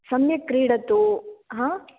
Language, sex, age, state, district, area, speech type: Sanskrit, female, 18-30, Kerala, Kasaragod, rural, conversation